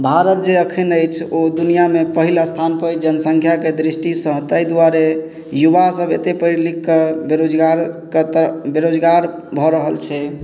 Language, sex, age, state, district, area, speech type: Maithili, male, 30-45, Bihar, Madhubani, rural, spontaneous